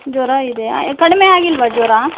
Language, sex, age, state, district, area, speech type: Kannada, female, 18-30, Karnataka, Davanagere, rural, conversation